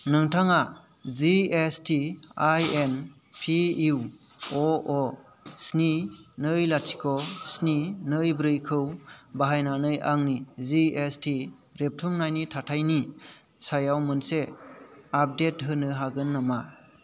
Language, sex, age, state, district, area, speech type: Bodo, male, 30-45, Assam, Kokrajhar, rural, read